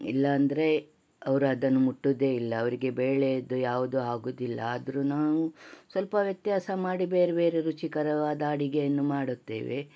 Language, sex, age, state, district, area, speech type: Kannada, female, 60+, Karnataka, Udupi, rural, spontaneous